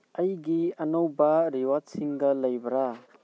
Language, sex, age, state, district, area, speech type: Manipuri, male, 30-45, Manipur, Kakching, rural, read